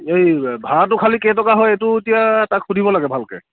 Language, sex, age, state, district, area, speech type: Assamese, male, 30-45, Assam, Lakhimpur, rural, conversation